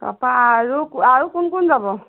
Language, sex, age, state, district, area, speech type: Assamese, female, 45-60, Assam, Golaghat, rural, conversation